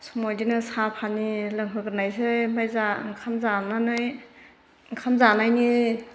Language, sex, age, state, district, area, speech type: Bodo, female, 60+, Assam, Chirang, rural, spontaneous